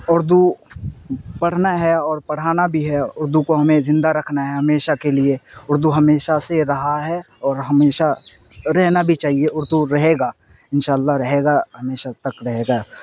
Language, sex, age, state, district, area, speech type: Urdu, male, 18-30, Bihar, Supaul, rural, spontaneous